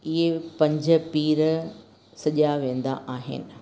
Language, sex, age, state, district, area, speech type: Sindhi, female, 45-60, Rajasthan, Ajmer, urban, spontaneous